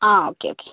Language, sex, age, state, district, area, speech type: Malayalam, female, 30-45, Kerala, Wayanad, rural, conversation